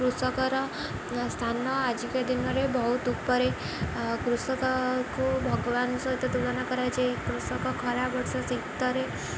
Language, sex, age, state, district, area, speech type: Odia, female, 18-30, Odisha, Jagatsinghpur, rural, spontaneous